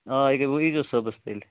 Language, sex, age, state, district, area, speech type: Kashmiri, male, 45-60, Jammu and Kashmir, Baramulla, rural, conversation